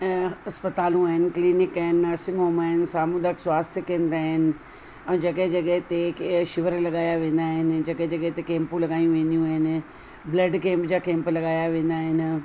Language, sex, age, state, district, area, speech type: Sindhi, female, 45-60, Rajasthan, Ajmer, urban, spontaneous